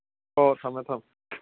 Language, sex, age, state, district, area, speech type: Manipuri, male, 30-45, Manipur, Kangpokpi, urban, conversation